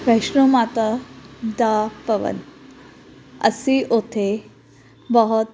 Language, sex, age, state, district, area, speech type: Punjabi, female, 30-45, Punjab, Jalandhar, urban, spontaneous